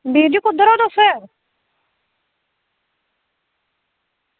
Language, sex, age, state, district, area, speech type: Dogri, female, 45-60, Jammu and Kashmir, Samba, rural, conversation